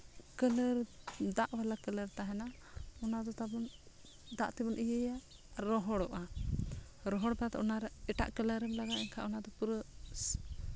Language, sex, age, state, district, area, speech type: Santali, female, 30-45, Jharkhand, Seraikela Kharsawan, rural, spontaneous